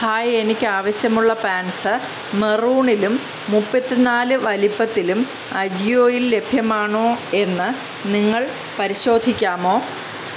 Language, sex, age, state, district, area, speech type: Malayalam, female, 45-60, Kerala, Pathanamthitta, rural, read